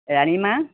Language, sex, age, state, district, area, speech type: Assamese, female, 60+, Assam, Golaghat, rural, conversation